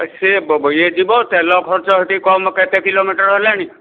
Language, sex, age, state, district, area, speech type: Odia, male, 60+, Odisha, Angul, rural, conversation